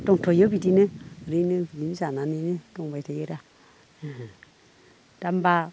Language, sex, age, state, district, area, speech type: Bodo, female, 60+, Assam, Udalguri, rural, spontaneous